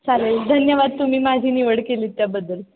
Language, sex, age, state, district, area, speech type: Marathi, female, 18-30, Maharashtra, Satara, urban, conversation